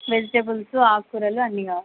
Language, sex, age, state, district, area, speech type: Telugu, female, 18-30, Andhra Pradesh, Sri Satya Sai, urban, conversation